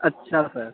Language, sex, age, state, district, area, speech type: Hindi, male, 30-45, Uttar Pradesh, Azamgarh, rural, conversation